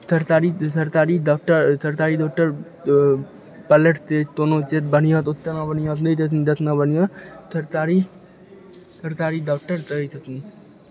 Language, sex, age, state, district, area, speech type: Maithili, male, 18-30, Bihar, Begusarai, rural, spontaneous